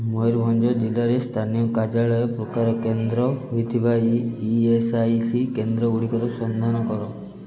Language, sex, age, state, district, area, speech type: Odia, male, 30-45, Odisha, Ganjam, urban, read